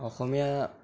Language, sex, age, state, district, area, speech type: Assamese, male, 18-30, Assam, Sonitpur, rural, spontaneous